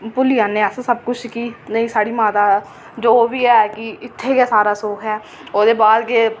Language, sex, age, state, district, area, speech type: Dogri, female, 18-30, Jammu and Kashmir, Reasi, rural, spontaneous